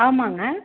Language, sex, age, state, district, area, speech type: Tamil, female, 45-60, Tamil Nadu, Tiruppur, rural, conversation